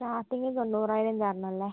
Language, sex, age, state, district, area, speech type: Malayalam, female, 18-30, Kerala, Wayanad, rural, conversation